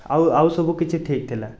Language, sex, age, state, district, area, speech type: Odia, male, 18-30, Odisha, Rayagada, urban, spontaneous